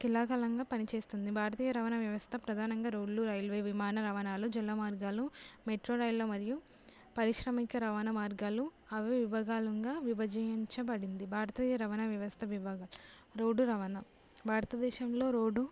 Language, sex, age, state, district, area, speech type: Telugu, female, 18-30, Telangana, Jangaon, urban, spontaneous